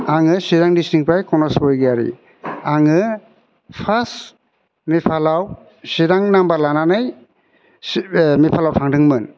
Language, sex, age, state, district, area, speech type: Bodo, male, 45-60, Assam, Chirang, rural, spontaneous